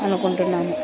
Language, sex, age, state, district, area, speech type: Telugu, female, 30-45, Andhra Pradesh, Kurnool, rural, spontaneous